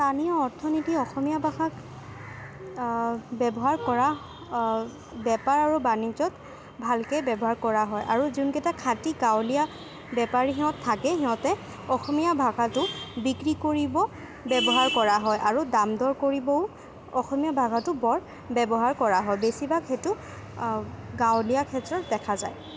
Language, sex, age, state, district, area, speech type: Assamese, female, 18-30, Assam, Kamrup Metropolitan, urban, spontaneous